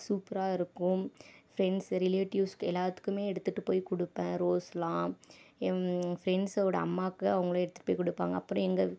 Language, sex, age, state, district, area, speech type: Tamil, female, 30-45, Tamil Nadu, Dharmapuri, rural, spontaneous